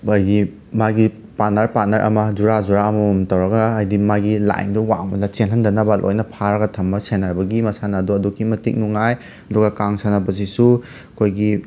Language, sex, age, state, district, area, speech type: Manipuri, male, 30-45, Manipur, Imphal West, urban, spontaneous